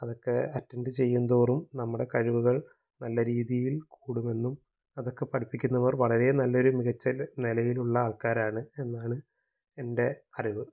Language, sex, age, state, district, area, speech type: Malayalam, male, 18-30, Kerala, Thrissur, urban, spontaneous